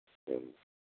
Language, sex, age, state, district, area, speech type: Hindi, male, 60+, Uttar Pradesh, Pratapgarh, rural, conversation